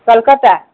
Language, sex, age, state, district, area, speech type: Odia, female, 30-45, Odisha, Sundergarh, urban, conversation